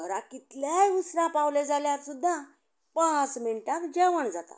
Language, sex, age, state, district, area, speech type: Goan Konkani, female, 60+, Goa, Canacona, rural, spontaneous